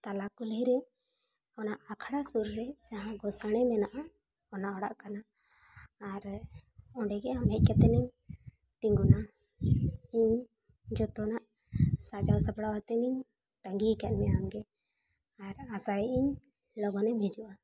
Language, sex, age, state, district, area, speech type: Santali, female, 30-45, Jharkhand, Seraikela Kharsawan, rural, spontaneous